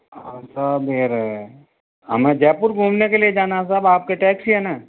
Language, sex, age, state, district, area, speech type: Hindi, male, 45-60, Rajasthan, Jodhpur, urban, conversation